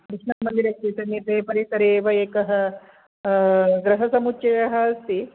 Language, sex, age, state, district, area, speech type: Sanskrit, female, 45-60, Karnataka, Dakshina Kannada, urban, conversation